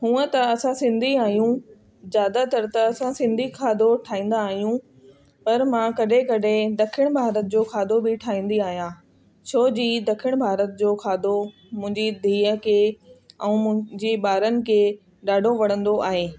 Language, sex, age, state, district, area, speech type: Sindhi, female, 30-45, Delhi, South Delhi, urban, spontaneous